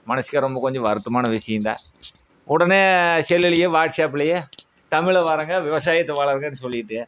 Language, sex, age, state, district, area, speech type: Tamil, male, 30-45, Tamil Nadu, Coimbatore, rural, spontaneous